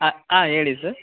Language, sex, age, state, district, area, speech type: Kannada, male, 18-30, Karnataka, Kolar, rural, conversation